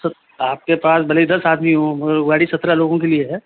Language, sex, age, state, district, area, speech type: Hindi, male, 30-45, Rajasthan, Jodhpur, urban, conversation